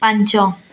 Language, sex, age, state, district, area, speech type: Odia, female, 18-30, Odisha, Bargarh, urban, read